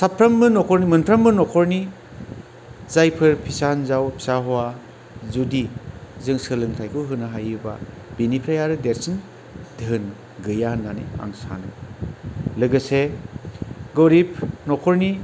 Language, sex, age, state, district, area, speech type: Bodo, male, 45-60, Assam, Kokrajhar, rural, spontaneous